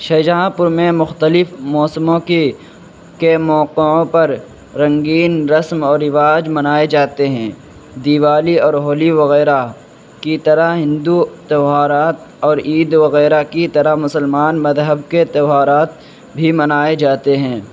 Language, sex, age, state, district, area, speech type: Urdu, male, 60+, Uttar Pradesh, Shahjahanpur, rural, spontaneous